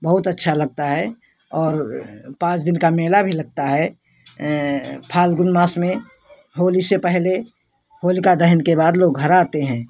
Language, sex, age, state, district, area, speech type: Hindi, female, 60+, Uttar Pradesh, Hardoi, rural, spontaneous